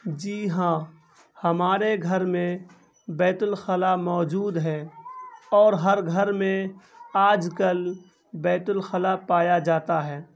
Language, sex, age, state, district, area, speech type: Urdu, male, 18-30, Bihar, Purnia, rural, spontaneous